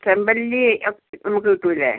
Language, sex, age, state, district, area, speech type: Malayalam, female, 60+, Kerala, Wayanad, rural, conversation